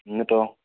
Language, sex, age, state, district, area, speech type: Malayalam, male, 18-30, Kerala, Palakkad, rural, conversation